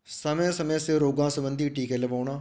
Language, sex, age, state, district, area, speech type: Punjabi, male, 45-60, Punjab, Fatehgarh Sahib, rural, spontaneous